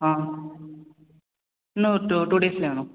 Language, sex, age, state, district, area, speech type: Tamil, male, 30-45, Tamil Nadu, Cuddalore, rural, conversation